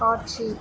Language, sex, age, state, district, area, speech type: Tamil, female, 18-30, Tamil Nadu, Chennai, urban, read